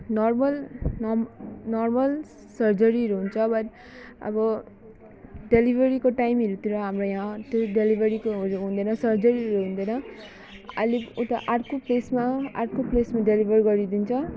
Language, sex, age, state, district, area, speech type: Nepali, female, 30-45, West Bengal, Alipurduar, urban, spontaneous